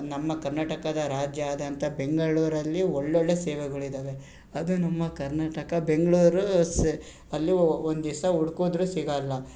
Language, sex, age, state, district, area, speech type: Kannada, male, 18-30, Karnataka, Chitradurga, urban, spontaneous